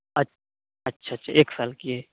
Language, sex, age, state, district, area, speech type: Urdu, male, 30-45, Uttar Pradesh, Lucknow, rural, conversation